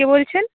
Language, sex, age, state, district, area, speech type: Bengali, female, 45-60, West Bengal, Jhargram, rural, conversation